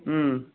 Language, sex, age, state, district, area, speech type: Assamese, male, 30-45, Assam, Morigaon, rural, conversation